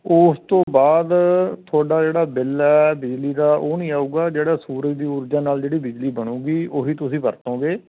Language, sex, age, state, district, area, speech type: Punjabi, male, 45-60, Punjab, Sangrur, urban, conversation